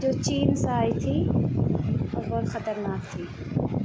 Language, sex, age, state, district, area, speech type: Urdu, female, 45-60, Bihar, Khagaria, rural, spontaneous